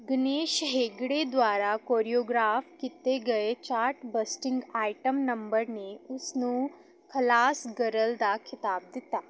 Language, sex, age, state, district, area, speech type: Punjabi, female, 18-30, Punjab, Gurdaspur, urban, read